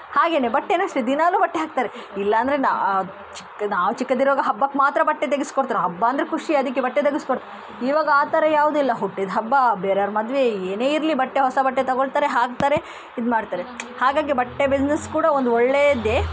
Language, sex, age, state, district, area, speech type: Kannada, female, 30-45, Karnataka, Udupi, rural, spontaneous